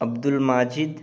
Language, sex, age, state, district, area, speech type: Urdu, male, 18-30, Uttar Pradesh, Siddharthnagar, rural, spontaneous